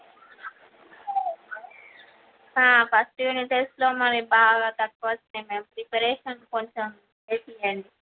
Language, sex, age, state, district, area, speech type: Telugu, female, 18-30, Andhra Pradesh, Visakhapatnam, urban, conversation